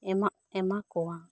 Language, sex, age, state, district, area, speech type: Santali, female, 30-45, West Bengal, Bankura, rural, spontaneous